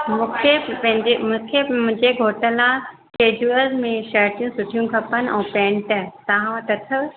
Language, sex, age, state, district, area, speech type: Sindhi, female, 30-45, Madhya Pradesh, Katni, urban, conversation